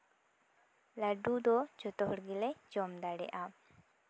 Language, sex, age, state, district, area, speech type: Santali, female, 18-30, West Bengal, Bankura, rural, spontaneous